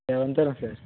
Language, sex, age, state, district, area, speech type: Tamil, male, 18-30, Tamil Nadu, Kallakurichi, rural, conversation